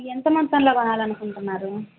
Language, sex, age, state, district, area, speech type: Telugu, female, 18-30, Andhra Pradesh, Kadapa, rural, conversation